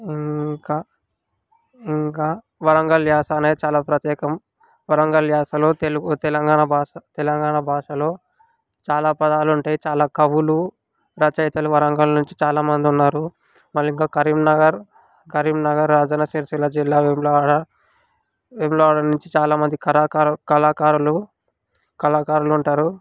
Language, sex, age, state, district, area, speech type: Telugu, male, 18-30, Telangana, Sangareddy, urban, spontaneous